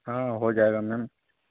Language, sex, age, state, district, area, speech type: Hindi, male, 30-45, Bihar, Samastipur, urban, conversation